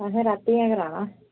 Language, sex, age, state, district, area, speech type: Dogri, female, 30-45, Jammu and Kashmir, Reasi, rural, conversation